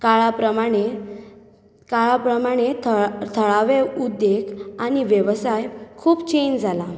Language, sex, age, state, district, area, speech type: Goan Konkani, female, 18-30, Goa, Bardez, urban, spontaneous